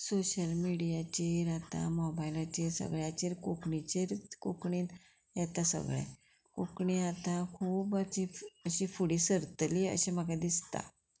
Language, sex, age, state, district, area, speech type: Goan Konkani, female, 45-60, Goa, Murmgao, urban, spontaneous